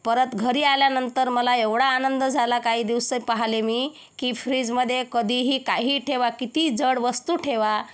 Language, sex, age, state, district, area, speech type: Marathi, female, 45-60, Maharashtra, Yavatmal, rural, spontaneous